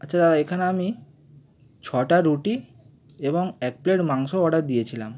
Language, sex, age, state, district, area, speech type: Bengali, male, 18-30, West Bengal, Howrah, urban, spontaneous